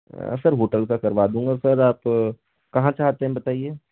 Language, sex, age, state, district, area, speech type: Hindi, male, 18-30, Madhya Pradesh, Balaghat, rural, conversation